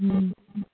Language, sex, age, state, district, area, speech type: Manipuri, female, 18-30, Manipur, Kangpokpi, rural, conversation